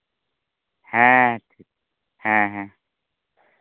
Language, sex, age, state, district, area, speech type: Santali, male, 18-30, Jharkhand, Pakur, rural, conversation